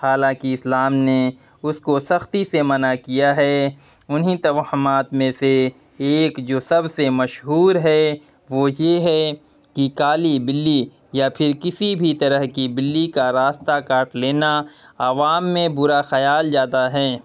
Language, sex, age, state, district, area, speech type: Urdu, male, 30-45, Bihar, Purnia, rural, spontaneous